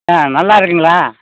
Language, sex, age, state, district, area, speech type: Tamil, male, 60+, Tamil Nadu, Ariyalur, rural, conversation